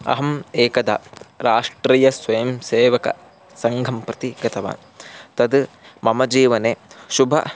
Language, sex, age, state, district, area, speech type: Sanskrit, male, 18-30, Karnataka, Chikkamagaluru, rural, spontaneous